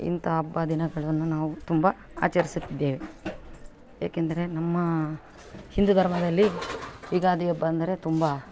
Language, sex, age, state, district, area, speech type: Kannada, female, 45-60, Karnataka, Vijayanagara, rural, spontaneous